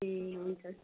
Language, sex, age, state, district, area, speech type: Nepali, female, 45-60, West Bengal, Darjeeling, rural, conversation